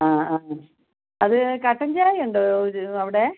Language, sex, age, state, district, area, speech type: Malayalam, female, 45-60, Kerala, Kottayam, rural, conversation